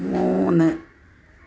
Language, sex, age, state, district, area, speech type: Malayalam, female, 60+, Kerala, Malappuram, rural, read